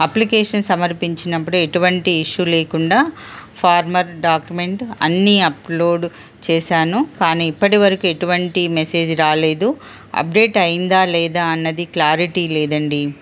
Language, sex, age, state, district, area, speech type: Telugu, female, 45-60, Telangana, Ranga Reddy, urban, spontaneous